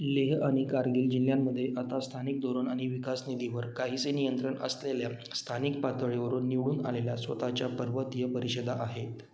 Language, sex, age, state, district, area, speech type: Marathi, male, 30-45, Maharashtra, Wardha, urban, read